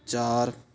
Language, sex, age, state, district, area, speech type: Punjabi, male, 18-30, Punjab, Fatehgarh Sahib, rural, read